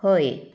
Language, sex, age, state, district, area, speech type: Goan Konkani, female, 60+, Goa, Canacona, rural, read